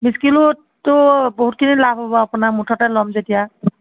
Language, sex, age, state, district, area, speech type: Assamese, female, 45-60, Assam, Morigaon, rural, conversation